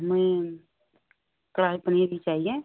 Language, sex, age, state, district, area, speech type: Hindi, female, 18-30, Uttar Pradesh, Ghazipur, rural, conversation